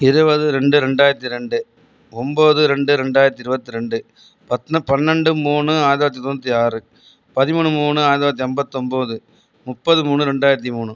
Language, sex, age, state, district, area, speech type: Tamil, male, 45-60, Tamil Nadu, Viluppuram, rural, spontaneous